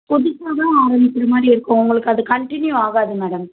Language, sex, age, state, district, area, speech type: Tamil, female, 30-45, Tamil Nadu, Tiruvallur, urban, conversation